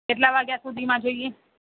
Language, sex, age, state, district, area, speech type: Gujarati, female, 30-45, Gujarat, Aravalli, urban, conversation